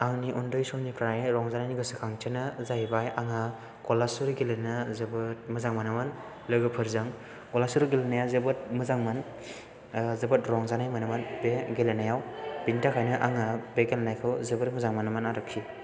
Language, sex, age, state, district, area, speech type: Bodo, male, 18-30, Assam, Chirang, rural, spontaneous